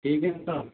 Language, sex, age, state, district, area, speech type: Hindi, male, 45-60, Rajasthan, Jodhpur, urban, conversation